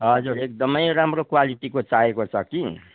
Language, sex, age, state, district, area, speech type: Nepali, male, 60+, West Bengal, Kalimpong, rural, conversation